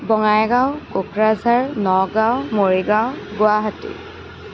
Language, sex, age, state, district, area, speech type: Assamese, female, 18-30, Assam, Kamrup Metropolitan, urban, spontaneous